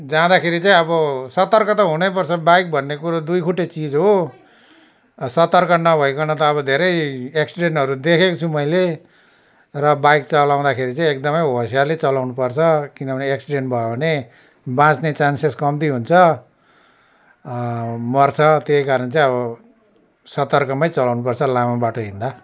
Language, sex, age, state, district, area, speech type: Nepali, male, 60+, West Bengal, Darjeeling, rural, spontaneous